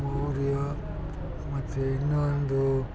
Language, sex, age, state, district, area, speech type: Kannada, male, 60+, Karnataka, Mysore, rural, spontaneous